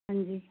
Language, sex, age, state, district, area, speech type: Punjabi, female, 18-30, Punjab, Tarn Taran, rural, conversation